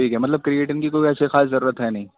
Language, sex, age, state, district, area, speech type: Urdu, male, 18-30, Uttar Pradesh, Rampur, urban, conversation